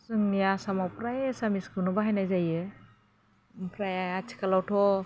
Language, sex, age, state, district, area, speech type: Bodo, female, 30-45, Assam, Baksa, rural, spontaneous